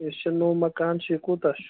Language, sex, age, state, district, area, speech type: Kashmiri, male, 18-30, Jammu and Kashmir, Kulgam, urban, conversation